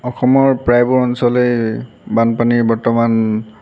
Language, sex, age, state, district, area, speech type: Assamese, male, 18-30, Assam, Golaghat, urban, spontaneous